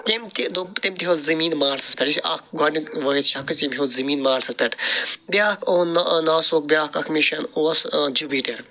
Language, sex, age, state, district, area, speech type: Kashmiri, male, 45-60, Jammu and Kashmir, Srinagar, urban, spontaneous